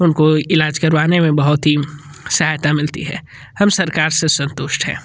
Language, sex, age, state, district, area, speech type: Hindi, male, 30-45, Uttar Pradesh, Sonbhadra, rural, spontaneous